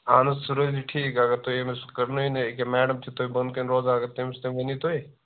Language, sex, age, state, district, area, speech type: Kashmiri, male, 18-30, Jammu and Kashmir, Kupwara, rural, conversation